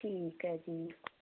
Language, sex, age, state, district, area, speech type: Punjabi, female, 18-30, Punjab, Fazilka, rural, conversation